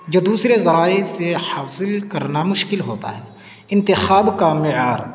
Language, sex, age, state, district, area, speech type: Urdu, male, 18-30, Uttar Pradesh, Siddharthnagar, rural, spontaneous